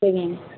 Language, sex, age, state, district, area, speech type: Tamil, female, 18-30, Tamil Nadu, Sivaganga, rural, conversation